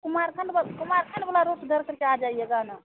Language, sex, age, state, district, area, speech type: Hindi, female, 30-45, Bihar, Madhepura, rural, conversation